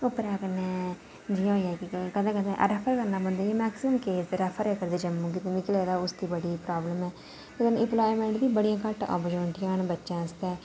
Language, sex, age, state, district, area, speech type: Dogri, female, 30-45, Jammu and Kashmir, Udhampur, urban, spontaneous